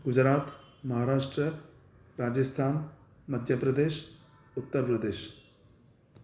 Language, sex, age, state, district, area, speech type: Sindhi, male, 30-45, Gujarat, Surat, urban, spontaneous